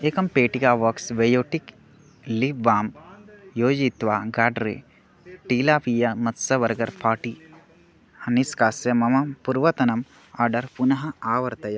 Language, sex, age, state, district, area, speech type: Sanskrit, male, 18-30, Odisha, Bargarh, rural, read